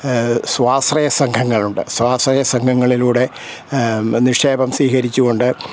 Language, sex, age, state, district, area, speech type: Malayalam, male, 60+, Kerala, Kottayam, rural, spontaneous